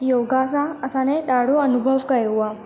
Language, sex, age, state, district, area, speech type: Sindhi, female, 18-30, Madhya Pradesh, Katni, urban, spontaneous